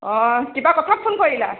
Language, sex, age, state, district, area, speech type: Assamese, female, 45-60, Assam, Morigaon, rural, conversation